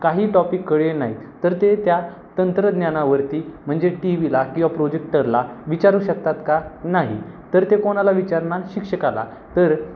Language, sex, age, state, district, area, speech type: Marathi, male, 18-30, Maharashtra, Pune, urban, spontaneous